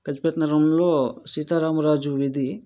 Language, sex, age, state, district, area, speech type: Telugu, male, 60+, Andhra Pradesh, Vizianagaram, rural, spontaneous